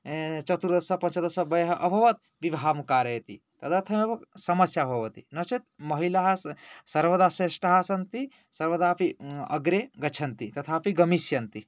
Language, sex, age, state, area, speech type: Sanskrit, male, 18-30, Odisha, rural, spontaneous